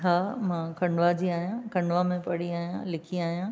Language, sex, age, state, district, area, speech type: Sindhi, other, 60+, Maharashtra, Thane, urban, spontaneous